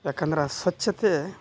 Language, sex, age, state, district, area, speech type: Kannada, male, 30-45, Karnataka, Koppal, rural, spontaneous